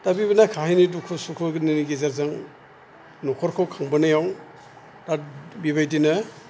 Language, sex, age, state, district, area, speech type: Bodo, male, 60+, Assam, Chirang, rural, spontaneous